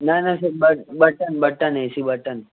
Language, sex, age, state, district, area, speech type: Sindhi, male, 18-30, Maharashtra, Thane, urban, conversation